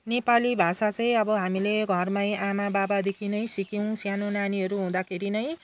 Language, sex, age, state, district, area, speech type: Nepali, female, 45-60, West Bengal, Jalpaiguri, urban, spontaneous